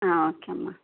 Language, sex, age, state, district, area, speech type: Telugu, female, 30-45, Andhra Pradesh, Kadapa, rural, conversation